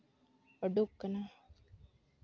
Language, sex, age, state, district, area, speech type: Santali, female, 18-30, West Bengal, Jhargram, rural, spontaneous